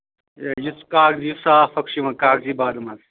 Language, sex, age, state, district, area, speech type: Kashmiri, male, 30-45, Jammu and Kashmir, Anantnag, rural, conversation